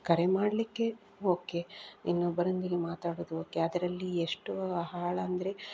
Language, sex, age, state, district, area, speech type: Kannada, female, 45-60, Karnataka, Udupi, rural, spontaneous